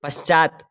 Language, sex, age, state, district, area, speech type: Sanskrit, male, 18-30, Karnataka, Raichur, rural, read